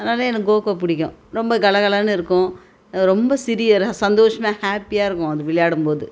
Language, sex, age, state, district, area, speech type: Tamil, female, 45-60, Tamil Nadu, Tiruvannamalai, rural, spontaneous